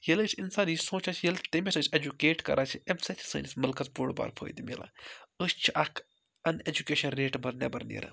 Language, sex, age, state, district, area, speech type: Kashmiri, male, 30-45, Jammu and Kashmir, Baramulla, rural, spontaneous